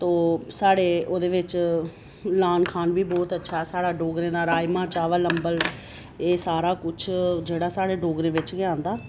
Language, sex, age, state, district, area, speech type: Dogri, female, 30-45, Jammu and Kashmir, Reasi, urban, spontaneous